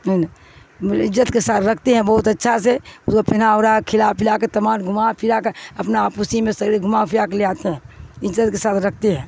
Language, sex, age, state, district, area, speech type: Urdu, female, 60+, Bihar, Supaul, rural, spontaneous